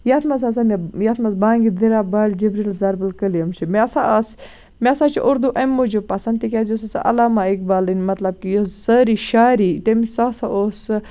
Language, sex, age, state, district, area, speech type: Kashmiri, female, 18-30, Jammu and Kashmir, Baramulla, rural, spontaneous